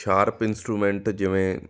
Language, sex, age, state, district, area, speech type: Punjabi, male, 30-45, Punjab, Amritsar, urban, spontaneous